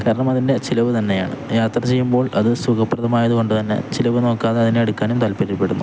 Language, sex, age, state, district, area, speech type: Malayalam, male, 18-30, Kerala, Kozhikode, rural, spontaneous